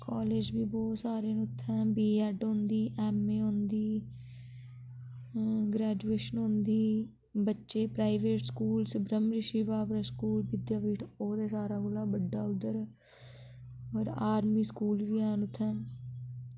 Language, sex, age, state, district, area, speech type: Dogri, female, 30-45, Jammu and Kashmir, Udhampur, rural, spontaneous